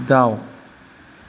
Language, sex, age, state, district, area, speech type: Bodo, male, 45-60, Assam, Kokrajhar, rural, read